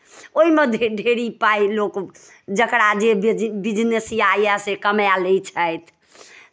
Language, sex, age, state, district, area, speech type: Maithili, female, 60+, Bihar, Darbhanga, rural, spontaneous